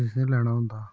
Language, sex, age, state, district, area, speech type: Dogri, male, 18-30, Jammu and Kashmir, Samba, rural, spontaneous